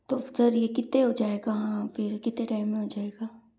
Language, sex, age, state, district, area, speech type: Hindi, female, 60+, Rajasthan, Jodhpur, urban, spontaneous